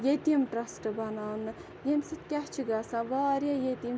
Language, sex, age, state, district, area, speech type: Kashmiri, female, 18-30, Jammu and Kashmir, Ganderbal, rural, spontaneous